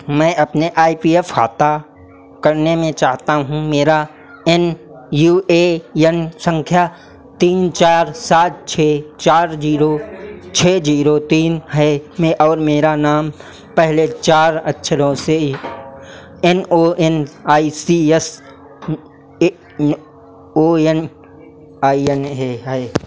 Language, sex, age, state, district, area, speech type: Hindi, male, 30-45, Uttar Pradesh, Sitapur, rural, read